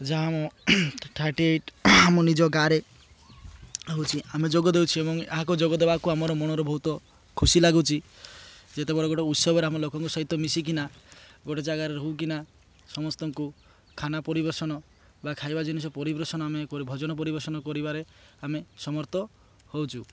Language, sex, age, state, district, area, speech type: Odia, male, 30-45, Odisha, Malkangiri, urban, spontaneous